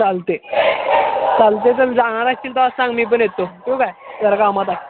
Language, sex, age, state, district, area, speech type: Marathi, male, 18-30, Maharashtra, Sangli, urban, conversation